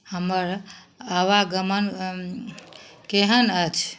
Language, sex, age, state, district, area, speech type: Maithili, female, 60+, Bihar, Madhubani, rural, read